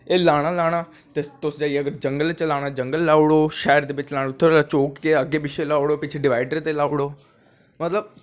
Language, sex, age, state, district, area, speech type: Dogri, male, 18-30, Jammu and Kashmir, Jammu, urban, spontaneous